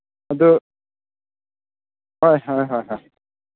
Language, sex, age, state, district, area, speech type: Manipuri, male, 18-30, Manipur, Kangpokpi, urban, conversation